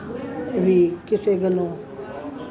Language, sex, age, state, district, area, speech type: Punjabi, female, 60+, Punjab, Bathinda, urban, spontaneous